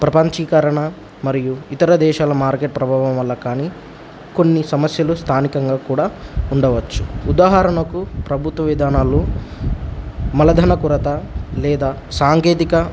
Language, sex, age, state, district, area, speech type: Telugu, male, 18-30, Telangana, Nagarkurnool, rural, spontaneous